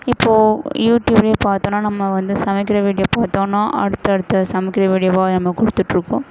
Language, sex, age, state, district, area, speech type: Tamil, female, 18-30, Tamil Nadu, Perambalur, urban, spontaneous